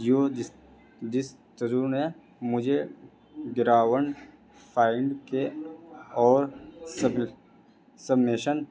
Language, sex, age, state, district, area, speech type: Urdu, male, 18-30, Delhi, North East Delhi, urban, spontaneous